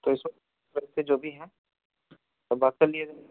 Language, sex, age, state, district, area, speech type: Hindi, male, 30-45, Uttar Pradesh, Jaunpur, rural, conversation